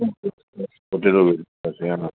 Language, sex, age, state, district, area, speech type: Assamese, male, 60+, Assam, Udalguri, urban, conversation